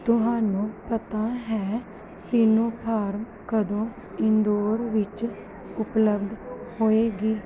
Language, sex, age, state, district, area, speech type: Punjabi, female, 30-45, Punjab, Gurdaspur, urban, read